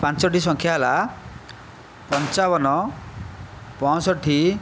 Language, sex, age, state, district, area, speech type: Odia, male, 60+, Odisha, Kandhamal, rural, spontaneous